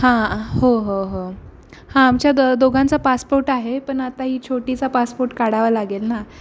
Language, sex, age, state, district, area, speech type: Marathi, female, 18-30, Maharashtra, Ratnagiri, urban, spontaneous